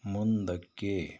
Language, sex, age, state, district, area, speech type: Kannada, male, 60+, Karnataka, Bangalore Rural, rural, read